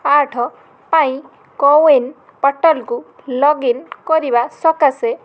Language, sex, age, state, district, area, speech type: Odia, female, 18-30, Odisha, Balasore, rural, read